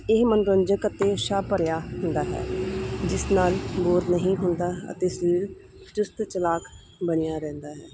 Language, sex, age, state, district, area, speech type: Punjabi, female, 30-45, Punjab, Hoshiarpur, urban, spontaneous